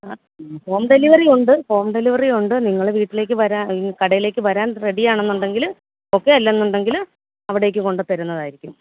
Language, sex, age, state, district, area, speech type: Malayalam, female, 45-60, Kerala, Pathanamthitta, rural, conversation